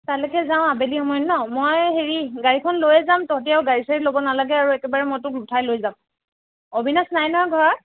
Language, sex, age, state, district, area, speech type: Assamese, female, 18-30, Assam, Morigaon, rural, conversation